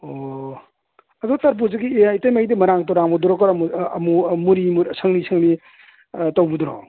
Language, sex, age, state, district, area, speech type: Manipuri, male, 45-60, Manipur, Imphal East, rural, conversation